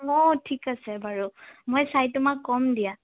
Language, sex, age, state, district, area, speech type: Assamese, female, 30-45, Assam, Sonitpur, rural, conversation